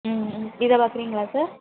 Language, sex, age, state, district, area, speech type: Tamil, female, 18-30, Tamil Nadu, Madurai, urban, conversation